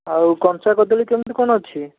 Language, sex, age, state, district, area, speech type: Odia, male, 60+, Odisha, Bhadrak, rural, conversation